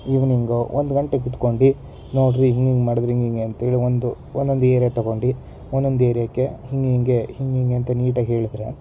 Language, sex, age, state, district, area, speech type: Kannada, male, 18-30, Karnataka, Shimoga, rural, spontaneous